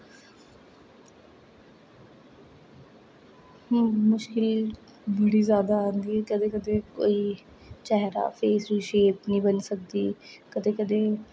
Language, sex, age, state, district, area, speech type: Dogri, female, 18-30, Jammu and Kashmir, Jammu, urban, spontaneous